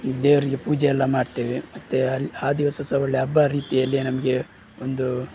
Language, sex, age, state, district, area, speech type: Kannada, male, 30-45, Karnataka, Udupi, rural, spontaneous